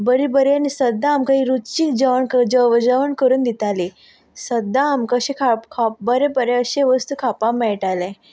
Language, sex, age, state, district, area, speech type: Goan Konkani, female, 18-30, Goa, Ponda, rural, spontaneous